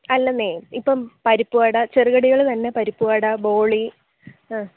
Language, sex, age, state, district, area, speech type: Malayalam, female, 18-30, Kerala, Idukki, rural, conversation